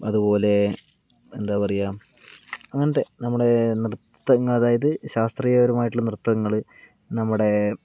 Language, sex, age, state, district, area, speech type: Malayalam, male, 45-60, Kerala, Palakkad, rural, spontaneous